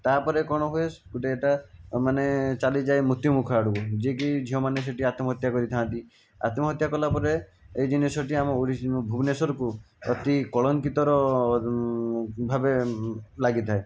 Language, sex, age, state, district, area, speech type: Odia, male, 45-60, Odisha, Jajpur, rural, spontaneous